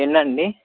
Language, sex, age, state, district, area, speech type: Telugu, male, 18-30, Andhra Pradesh, Eluru, urban, conversation